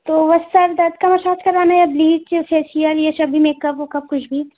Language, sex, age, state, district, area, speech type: Hindi, female, 18-30, Uttar Pradesh, Jaunpur, urban, conversation